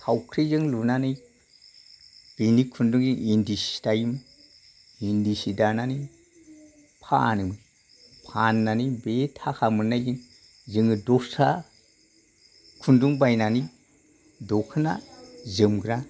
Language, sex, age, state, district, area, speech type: Bodo, male, 60+, Assam, Kokrajhar, urban, spontaneous